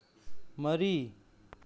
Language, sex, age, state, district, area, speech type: Manipuri, male, 45-60, Manipur, Tengnoupal, rural, read